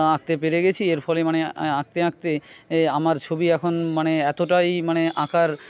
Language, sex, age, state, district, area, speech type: Bengali, male, 30-45, West Bengal, Jhargram, rural, spontaneous